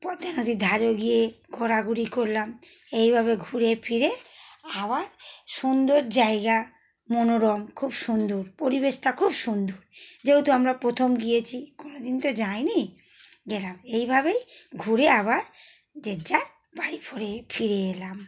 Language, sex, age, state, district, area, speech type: Bengali, female, 45-60, West Bengal, Howrah, urban, spontaneous